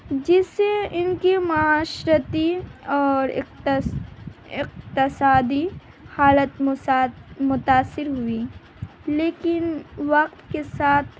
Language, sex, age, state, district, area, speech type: Urdu, female, 18-30, Bihar, Madhubani, rural, spontaneous